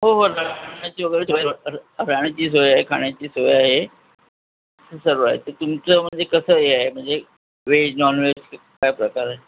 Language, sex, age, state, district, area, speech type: Marathi, male, 45-60, Maharashtra, Thane, rural, conversation